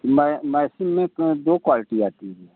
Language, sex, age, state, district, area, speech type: Hindi, male, 60+, Uttar Pradesh, Ayodhya, rural, conversation